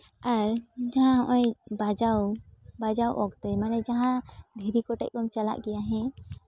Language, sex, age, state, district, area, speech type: Santali, female, 18-30, West Bengal, Jhargram, rural, spontaneous